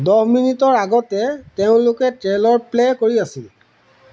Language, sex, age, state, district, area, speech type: Assamese, male, 45-60, Assam, Golaghat, urban, read